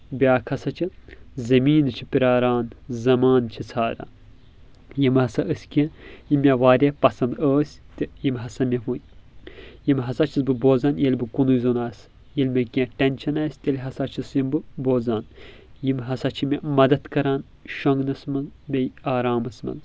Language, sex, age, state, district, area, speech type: Kashmiri, male, 18-30, Jammu and Kashmir, Shopian, rural, spontaneous